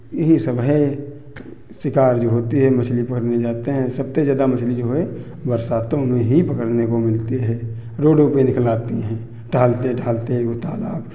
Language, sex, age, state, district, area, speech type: Hindi, male, 45-60, Uttar Pradesh, Hardoi, rural, spontaneous